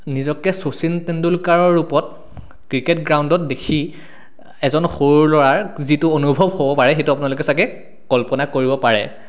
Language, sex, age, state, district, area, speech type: Assamese, male, 18-30, Assam, Sonitpur, rural, spontaneous